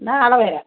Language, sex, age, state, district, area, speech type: Malayalam, female, 60+, Kerala, Palakkad, rural, conversation